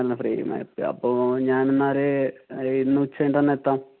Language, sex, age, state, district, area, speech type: Malayalam, male, 18-30, Kerala, Kozhikode, urban, conversation